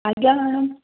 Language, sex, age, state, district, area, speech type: Odia, female, 30-45, Odisha, Cuttack, urban, conversation